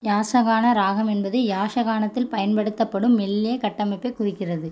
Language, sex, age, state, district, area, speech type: Tamil, female, 18-30, Tamil Nadu, Thoothukudi, rural, read